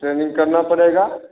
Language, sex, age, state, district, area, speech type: Hindi, male, 30-45, Bihar, Begusarai, rural, conversation